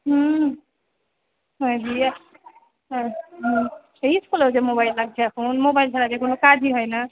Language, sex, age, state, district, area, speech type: Bengali, female, 30-45, West Bengal, Murshidabad, rural, conversation